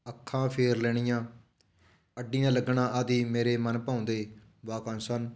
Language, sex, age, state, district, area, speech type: Punjabi, male, 45-60, Punjab, Fatehgarh Sahib, rural, spontaneous